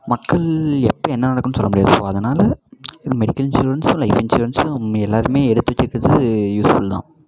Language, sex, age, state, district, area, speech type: Tamil, male, 18-30, Tamil Nadu, Namakkal, rural, spontaneous